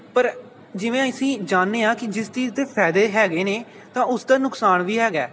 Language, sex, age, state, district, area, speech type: Punjabi, male, 18-30, Punjab, Pathankot, rural, spontaneous